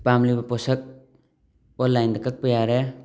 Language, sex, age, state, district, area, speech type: Manipuri, male, 18-30, Manipur, Thoubal, rural, spontaneous